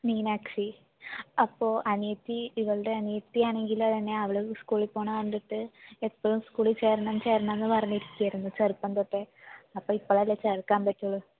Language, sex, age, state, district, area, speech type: Malayalam, female, 18-30, Kerala, Palakkad, urban, conversation